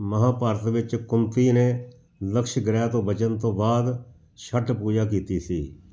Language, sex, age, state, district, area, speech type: Punjabi, male, 60+, Punjab, Amritsar, urban, read